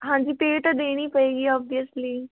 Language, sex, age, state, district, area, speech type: Punjabi, female, 45-60, Punjab, Moga, rural, conversation